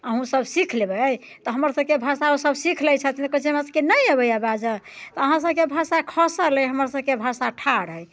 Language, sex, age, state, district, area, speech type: Maithili, female, 60+, Bihar, Muzaffarpur, urban, spontaneous